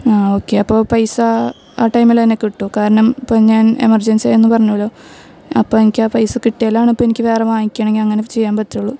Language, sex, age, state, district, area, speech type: Malayalam, female, 18-30, Kerala, Thrissur, rural, spontaneous